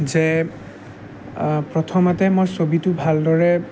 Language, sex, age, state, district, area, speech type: Assamese, male, 18-30, Assam, Jorhat, urban, spontaneous